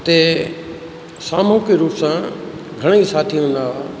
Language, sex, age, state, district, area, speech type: Sindhi, male, 60+, Rajasthan, Ajmer, urban, spontaneous